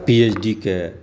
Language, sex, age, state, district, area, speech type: Maithili, male, 60+, Bihar, Saharsa, urban, spontaneous